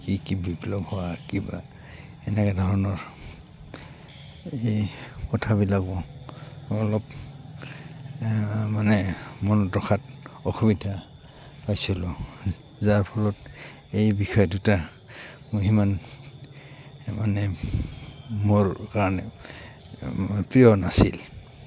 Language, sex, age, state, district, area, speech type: Assamese, male, 45-60, Assam, Goalpara, urban, spontaneous